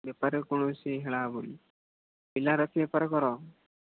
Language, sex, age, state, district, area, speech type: Odia, male, 18-30, Odisha, Jagatsinghpur, rural, conversation